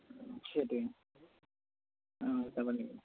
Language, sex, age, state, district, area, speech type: Assamese, male, 30-45, Assam, Majuli, urban, conversation